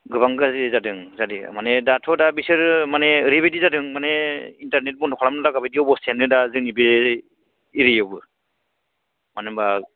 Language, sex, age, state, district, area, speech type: Bodo, male, 30-45, Assam, Baksa, rural, conversation